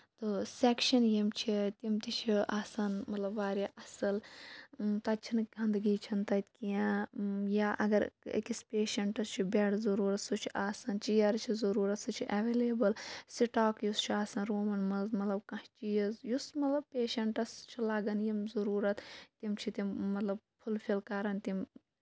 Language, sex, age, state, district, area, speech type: Kashmiri, female, 30-45, Jammu and Kashmir, Kulgam, rural, spontaneous